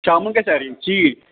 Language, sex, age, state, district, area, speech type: Kashmiri, male, 45-60, Jammu and Kashmir, Srinagar, rural, conversation